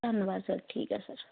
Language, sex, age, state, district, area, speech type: Punjabi, female, 30-45, Punjab, Ludhiana, rural, conversation